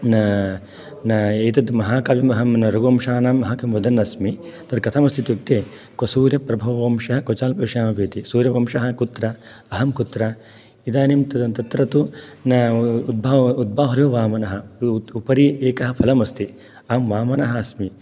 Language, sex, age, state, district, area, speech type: Sanskrit, male, 30-45, Karnataka, Raichur, rural, spontaneous